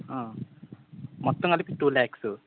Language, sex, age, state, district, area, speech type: Telugu, male, 18-30, Andhra Pradesh, Eluru, urban, conversation